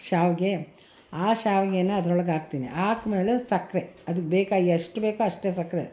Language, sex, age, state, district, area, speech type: Kannada, female, 60+, Karnataka, Mysore, rural, spontaneous